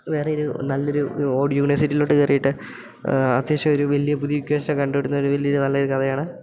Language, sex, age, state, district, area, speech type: Malayalam, male, 18-30, Kerala, Idukki, rural, spontaneous